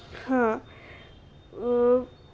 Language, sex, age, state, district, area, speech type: Marathi, female, 18-30, Maharashtra, Nashik, urban, spontaneous